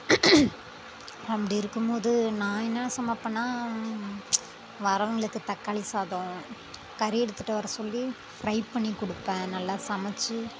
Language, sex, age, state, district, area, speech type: Tamil, female, 30-45, Tamil Nadu, Mayiladuthurai, urban, spontaneous